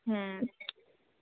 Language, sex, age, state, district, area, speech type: Santali, female, 30-45, West Bengal, Birbhum, rural, conversation